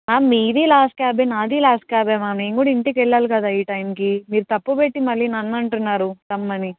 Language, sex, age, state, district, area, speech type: Telugu, female, 18-30, Telangana, Karimnagar, urban, conversation